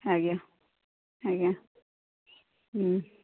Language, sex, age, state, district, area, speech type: Odia, female, 60+, Odisha, Gajapati, rural, conversation